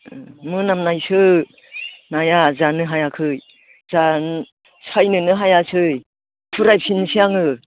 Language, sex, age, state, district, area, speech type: Bodo, female, 60+, Assam, Udalguri, rural, conversation